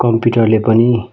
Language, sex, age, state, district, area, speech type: Nepali, male, 30-45, West Bengal, Darjeeling, rural, spontaneous